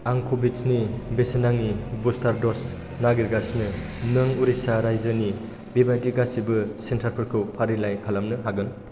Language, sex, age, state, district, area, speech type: Bodo, male, 18-30, Assam, Chirang, rural, read